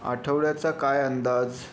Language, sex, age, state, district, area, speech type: Marathi, male, 30-45, Maharashtra, Yavatmal, rural, read